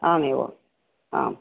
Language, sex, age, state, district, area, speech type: Sanskrit, male, 18-30, Odisha, Bargarh, rural, conversation